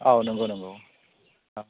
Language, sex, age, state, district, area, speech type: Bodo, male, 60+, Assam, Kokrajhar, rural, conversation